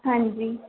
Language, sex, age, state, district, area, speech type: Punjabi, female, 18-30, Punjab, Mansa, urban, conversation